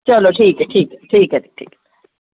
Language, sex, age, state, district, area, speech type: Dogri, female, 45-60, Jammu and Kashmir, Samba, rural, conversation